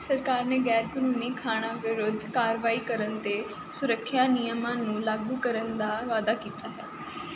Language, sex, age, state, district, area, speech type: Punjabi, female, 18-30, Punjab, Kapurthala, urban, read